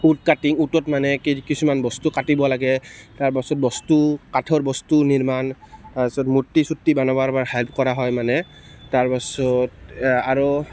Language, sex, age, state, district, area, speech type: Assamese, male, 18-30, Assam, Biswanath, rural, spontaneous